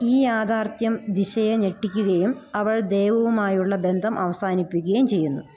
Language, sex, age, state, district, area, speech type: Malayalam, female, 30-45, Kerala, Idukki, rural, read